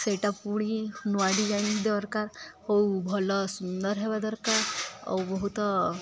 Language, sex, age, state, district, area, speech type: Odia, female, 18-30, Odisha, Balangir, urban, spontaneous